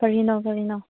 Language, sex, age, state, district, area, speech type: Manipuri, female, 18-30, Manipur, Senapati, rural, conversation